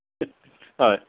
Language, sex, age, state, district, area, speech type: Assamese, male, 45-60, Assam, Kamrup Metropolitan, urban, conversation